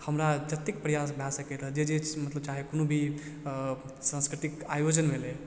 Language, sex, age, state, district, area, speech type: Maithili, male, 30-45, Bihar, Supaul, urban, spontaneous